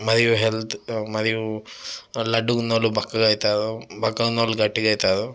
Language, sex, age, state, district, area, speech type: Telugu, male, 30-45, Telangana, Vikarabad, urban, spontaneous